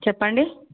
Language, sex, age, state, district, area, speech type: Telugu, female, 18-30, Telangana, Nalgonda, urban, conversation